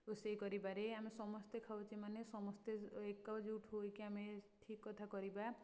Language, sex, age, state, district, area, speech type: Odia, female, 18-30, Odisha, Puri, urban, spontaneous